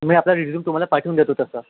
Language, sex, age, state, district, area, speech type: Marathi, male, 18-30, Maharashtra, Nagpur, rural, conversation